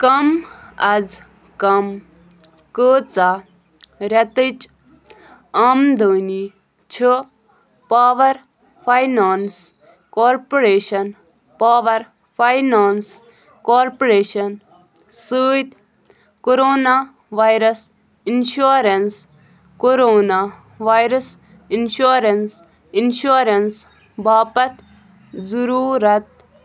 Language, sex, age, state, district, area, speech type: Kashmiri, female, 18-30, Jammu and Kashmir, Bandipora, rural, read